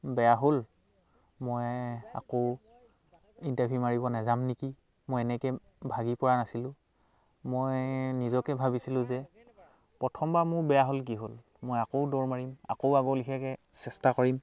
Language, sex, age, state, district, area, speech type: Assamese, male, 45-60, Assam, Dhemaji, rural, spontaneous